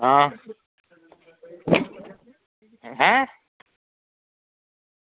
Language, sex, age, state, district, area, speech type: Dogri, male, 18-30, Jammu and Kashmir, Samba, rural, conversation